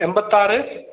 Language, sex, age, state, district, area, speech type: Malayalam, male, 18-30, Kerala, Kasaragod, rural, conversation